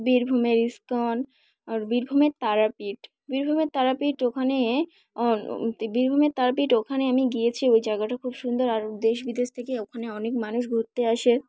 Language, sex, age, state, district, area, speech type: Bengali, female, 18-30, West Bengal, Dakshin Dinajpur, urban, spontaneous